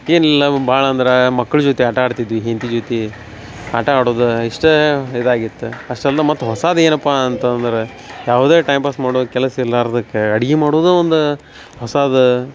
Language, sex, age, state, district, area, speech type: Kannada, male, 30-45, Karnataka, Dharwad, rural, spontaneous